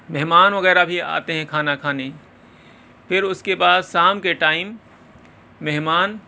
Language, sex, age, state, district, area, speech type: Urdu, male, 30-45, Uttar Pradesh, Balrampur, rural, spontaneous